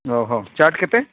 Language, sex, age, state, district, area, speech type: Odia, male, 45-60, Odisha, Sundergarh, urban, conversation